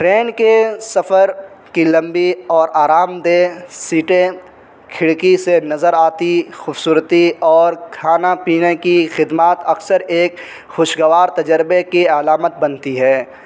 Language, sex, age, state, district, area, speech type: Urdu, male, 18-30, Uttar Pradesh, Saharanpur, urban, spontaneous